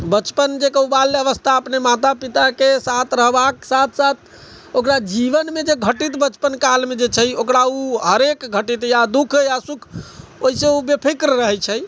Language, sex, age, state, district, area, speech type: Maithili, male, 60+, Bihar, Sitamarhi, rural, spontaneous